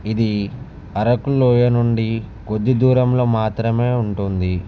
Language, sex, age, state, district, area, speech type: Telugu, male, 45-60, Andhra Pradesh, Visakhapatnam, urban, spontaneous